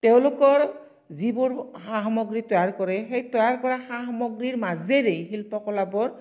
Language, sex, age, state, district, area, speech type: Assamese, female, 45-60, Assam, Barpeta, rural, spontaneous